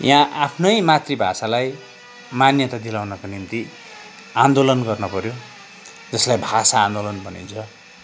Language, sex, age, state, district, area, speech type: Nepali, male, 45-60, West Bengal, Kalimpong, rural, spontaneous